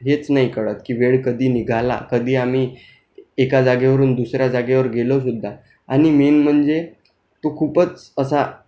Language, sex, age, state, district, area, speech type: Marathi, male, 18-30, Maharashtra, Akola, urban, spontaneous